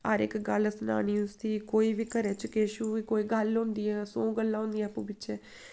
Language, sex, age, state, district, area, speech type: Dogri, female, 18-30, Jammu and Kashmir, Samba, rural, spontaneous